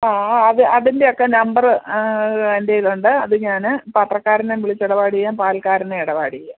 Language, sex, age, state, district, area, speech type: Malayalam, female, 45-60, Kerala, Pathanamthitta, rural, conversation